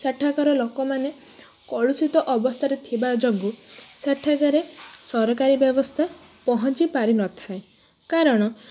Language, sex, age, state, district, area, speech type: Odia, female, 18-30, Odisha, Balasore, rural, spontaneous